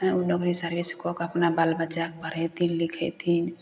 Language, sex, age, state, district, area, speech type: Maithili, female, 30-45, Bihar, Samastipur, rural, spontaneous